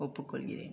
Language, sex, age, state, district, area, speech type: Tamil, male, 18-30, Tamil Nadu, Viluppuram, urban, read